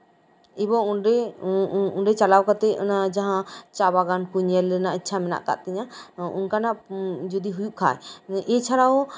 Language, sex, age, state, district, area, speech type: Santali, female, 30-45, West Bengal, Birbhum, rural, spontaneous